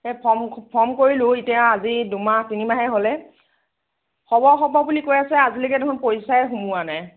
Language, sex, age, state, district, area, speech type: Assamese, female, 30-45, Assam, Nagaon, rural, conversation